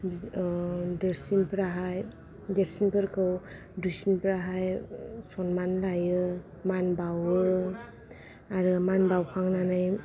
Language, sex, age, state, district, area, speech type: Bodo, female, 45-60, Assam, Kokrajhar, urban, spontaneous